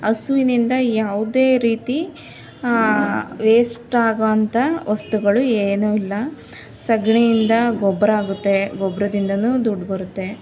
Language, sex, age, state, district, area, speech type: Kannada, female, 18-30, Karnataka, Chamarajanagar, rural, spontaneous